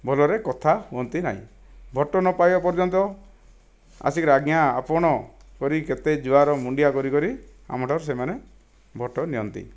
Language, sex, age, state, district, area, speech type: Odia, male, 60+, Odisha, Kandhamal, rural, spontaneous